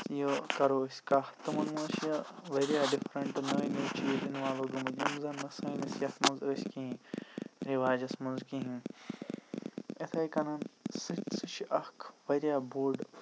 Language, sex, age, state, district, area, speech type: Kashmiri, male, 18-30, Jammu and Kashmir, Bandipora, rural, spontaneous